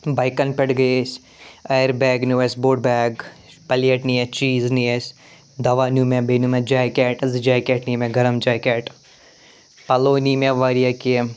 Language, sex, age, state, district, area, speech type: Kashmiri, male, 45-60, Jammu and Kashmir, Ganderbal, urban, spontaneous